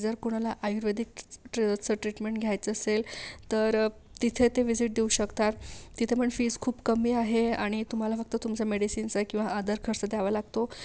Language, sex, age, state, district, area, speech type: Marathi, female, 30-45, Maharashtra, Amravati, urban, spontaneous